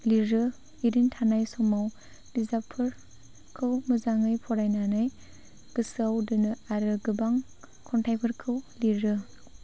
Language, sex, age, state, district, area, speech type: Bodo, female, 18-30, Assam, Chirang, rural, spontaneous